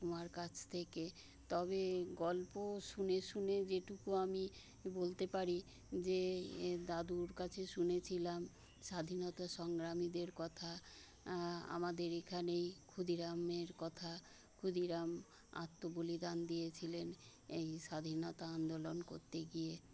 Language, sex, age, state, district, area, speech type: Bengali, female, 60+, West Bengal, Paschim Medinipur, urban, spontaneous